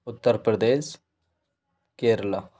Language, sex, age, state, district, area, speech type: Hindi, male, 18-30, Madhya Pradesh, Bhopal, urban, spontaneous